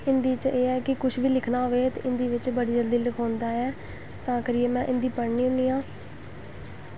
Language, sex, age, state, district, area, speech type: Dogri, female, 18-30, Jammu and Kashmir, Samba, rural, spontaneous